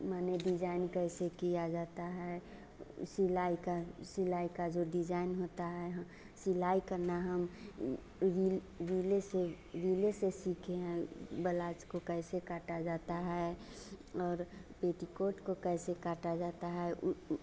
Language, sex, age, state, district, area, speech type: Hindi, female, 30-45, Bihar, Vaishali, urban, spontaneous